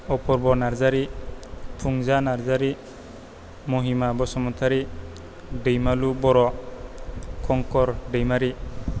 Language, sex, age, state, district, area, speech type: Bodo, male, 18-30, Assam, Chirang, rural, spontaneous